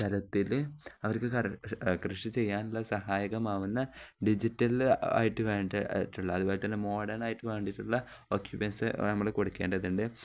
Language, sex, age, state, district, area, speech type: Malayalam, male, 18-30, Kerala, Kozhikode, rural, spontaneous